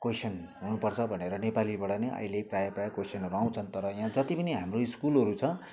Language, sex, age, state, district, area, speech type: Nepali, male, 30-45, West Bengal, Kalimpong, rural, spontaneous